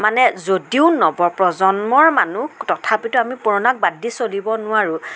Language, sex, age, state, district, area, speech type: Assamese, female, 45-60, Assam, Nagaon, rural, spontaneous